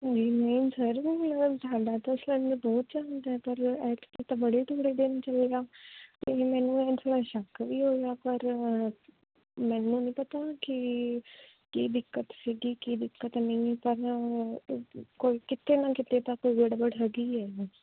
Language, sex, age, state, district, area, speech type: Punjabi, female, 18-30, Punjab, Fazilka, rural, conversation